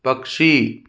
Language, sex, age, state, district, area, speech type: Hindi, male, 60+, Rajasthan, Jaipur, urban, read